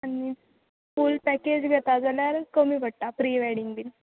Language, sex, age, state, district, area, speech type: Goan Konkani, female, 18-30, Goa, Quepem, rural, conversation